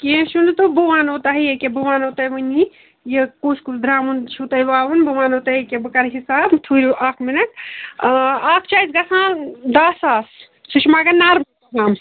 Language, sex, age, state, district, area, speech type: Kashmiri, female, 45-60, Jammu and Kashmir, Ganderbal, rural, conversation